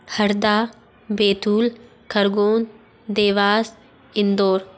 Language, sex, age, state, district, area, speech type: Hindi, female, 18-30, Madhya Pradesh, Bhopal, urban, spontaneous